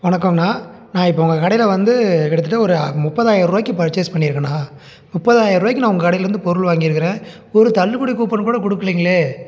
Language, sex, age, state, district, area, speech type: Tamil, male, 30-45, Tamil Nadu, Salem, rural, spontaneous